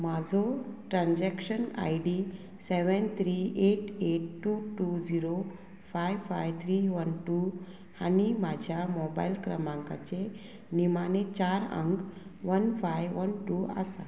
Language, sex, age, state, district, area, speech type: Goan Konkani, female, 45-60, Goa, Murmgao, rural, read